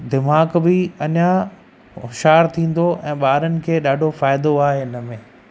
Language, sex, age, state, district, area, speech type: Sindhi, male, 30-45, Gujarat, Kutch, rural, spontaneous